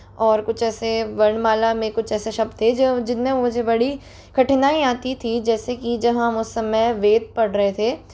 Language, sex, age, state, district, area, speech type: Hindi, female, 18-30, Rajasthan, Jodhpur, urban, spontaneous